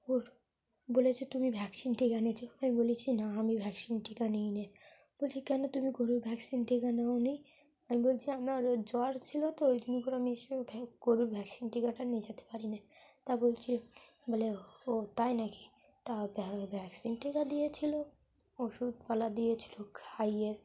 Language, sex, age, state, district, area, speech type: Bengali, female, 18-30, West Bengal, Dakshin Dinajpur, urban, spontaneous